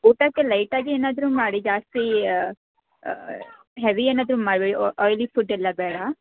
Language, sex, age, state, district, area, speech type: Kannada, female, 18-30, Karnataka, Mysore, urban, conversation